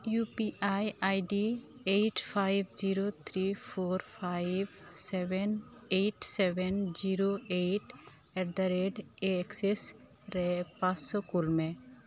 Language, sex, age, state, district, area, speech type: Santali, female, 30-45, West Bengal, Birbhum, rural, read